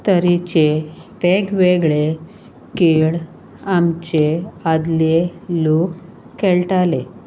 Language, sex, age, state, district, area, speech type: Goan Konkani, female, 45-60, Goa, Salcete, rural, spontaneous